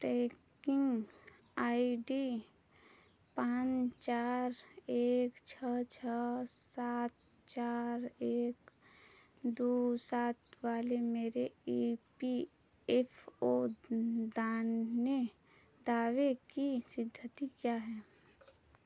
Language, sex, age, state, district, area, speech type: Hindi, female, 30-45, Uttar Pradesh, Chandauli, rural, read